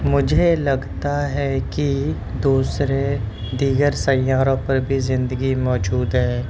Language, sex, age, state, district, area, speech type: Urdu, male, 18-30, Delhi, Central Delhi, urban, spontaneous